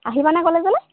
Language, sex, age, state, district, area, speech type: Assamese, female, 18-30, Assam, Sivasagar, rural, conversation